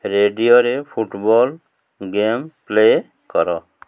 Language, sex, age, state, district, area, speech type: Odia, male, 45-60, Odisha, Mayurbhanj, rural, read